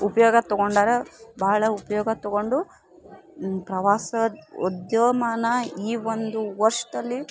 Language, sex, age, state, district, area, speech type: Kannada, female, 18-30, Karnataka, Dharwad, rural, spontaneous